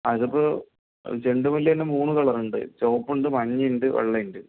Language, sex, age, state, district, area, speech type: Malayalam, male, 45-60, Kerala, Palakkad, urban, conversation